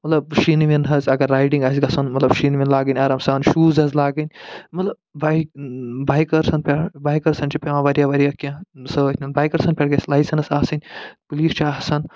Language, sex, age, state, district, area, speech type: Kashmiri, male, 45-60, Jammu and Kashmir, Budgam, urban, spontaneous